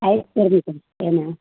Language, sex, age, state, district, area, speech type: Tamil, female, 60+, Tamil Nadu, Virudhunagar, rural, conversation